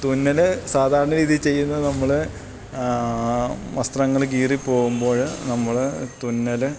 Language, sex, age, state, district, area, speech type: Malayalam, male, 30-45, Kerala, Idukki, rural, spontaneous